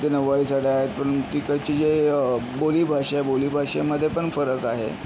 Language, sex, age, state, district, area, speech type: Marathi, male, 30-45, Maharashtra, Yavatmal, urban, spontaneous